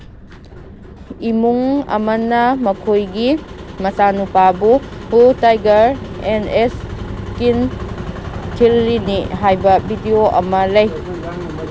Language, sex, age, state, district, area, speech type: Manipuri, female, 18-30, Manipur, Kangpokpi, urban, read